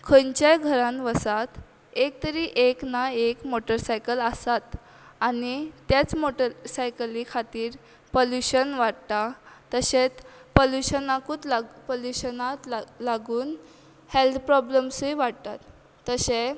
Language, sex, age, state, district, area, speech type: Goan Konkani, female, 18-30, Goa, Quepem, urban, spontaneous